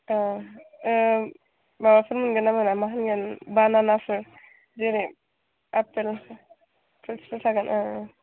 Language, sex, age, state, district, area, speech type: Bodo, female, 18-30, Assam, Udalguri, rural, conversation